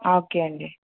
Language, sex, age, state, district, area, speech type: Telugu, female, 18-30, Andhra Pradesh, Krishna, urban, conversation